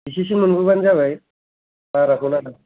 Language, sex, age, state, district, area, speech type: Bodo, male, 18-30, Assam, Kokrajhar, urban, conversation